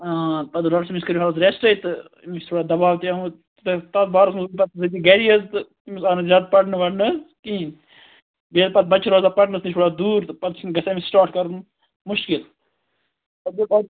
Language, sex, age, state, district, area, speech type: Kashmiri, male, 18-30, Jammu and Kashmir, Kupwara, rural, conversation